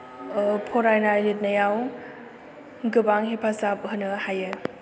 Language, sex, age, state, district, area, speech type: Bodo, female, 18-30, Assam, Chirang, urban, spontaneous